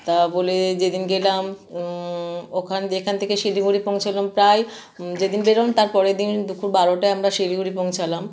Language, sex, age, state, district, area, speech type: Bengali, female, 45-60, West Bengal, Howrah, urban, spontaneous